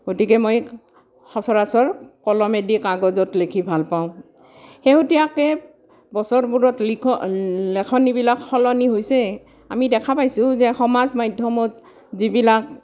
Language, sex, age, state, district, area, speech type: Assamese, female, 60+, Assam, Barpeta, rural, spontaneous